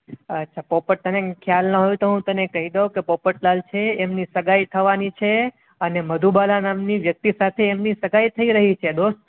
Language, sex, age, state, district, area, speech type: Gujarati, male, 18-30, Gujarat, Anand, urban, conversation